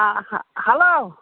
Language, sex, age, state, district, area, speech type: Kashmiri, female, 30-45, Jammu and Kashmir, Bandipora, rural, conversation